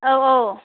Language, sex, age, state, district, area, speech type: Bodo, female, 18-30, Assam, Kokrajhar, rural, conversation